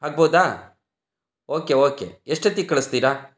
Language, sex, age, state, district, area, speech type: Kannada, male, 60+, Karnataka, Chitradurga, rural, spontaneous